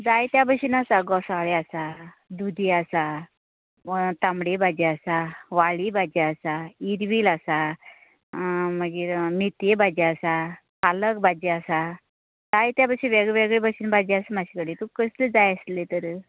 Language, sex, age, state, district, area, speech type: Goan Konkani, female, 30-45, Goa, Canacona, rural, conversation